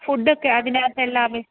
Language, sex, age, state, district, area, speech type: Malayalam, female, 30-45, Kerala, Kottayam, rural, conversation